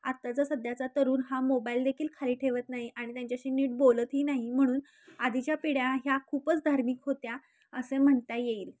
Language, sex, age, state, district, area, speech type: Marathi, female, 18-30, Maharashtra, Kolhapur, urban, spontaneous